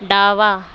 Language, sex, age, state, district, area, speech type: Marathi, female, 30-45, Maharashtra, Nagpur, urban, read